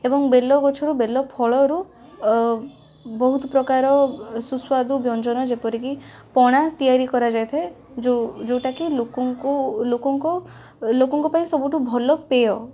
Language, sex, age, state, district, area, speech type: Odia, female, 18-30, Odisha, Cuttack, urban, spontaneous